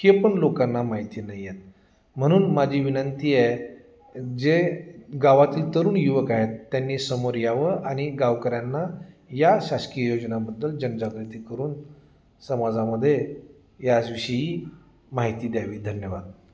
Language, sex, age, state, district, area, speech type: Marathi, male, 45-60, Maharashtra, Nanded, urban, spontaneous